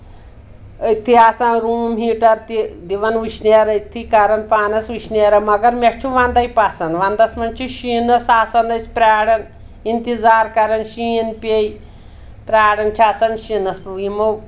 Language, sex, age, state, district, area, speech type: Kashmiri, female, 60+, Jammu and Kashmir, Anantnag, rural, spontaneous